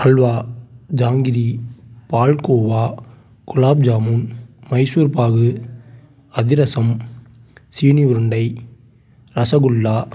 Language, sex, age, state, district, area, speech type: Tamil, male, 18-30, Tamil Nadu, Tiruchirappalli, rural, spontaneous